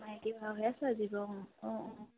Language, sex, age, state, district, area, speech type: Assamese, female, 30-45, Assam, Majuli, urban, conversation